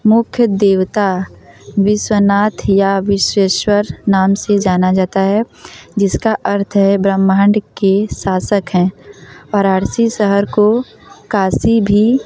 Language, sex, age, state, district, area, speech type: Hindi, female, 18-30, Uttar Pradesh, Varanasi, rural, spontaneous